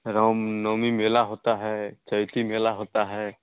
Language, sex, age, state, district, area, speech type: Hindi, male, 18-30, Bihar, Samastipur, rural, conversation